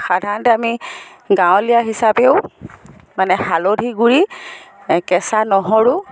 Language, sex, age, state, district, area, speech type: Assamese, female, 60+, Assam, Dibrugarh, rural, spontaneous